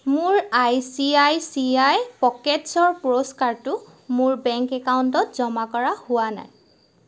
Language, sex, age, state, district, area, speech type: Assamese, female, 30-45, Assam, Lakhimpur, rural, read